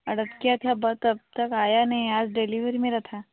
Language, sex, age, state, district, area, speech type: Hindi, female, 60+, Rajasthan, Jodhpur, rural, conversation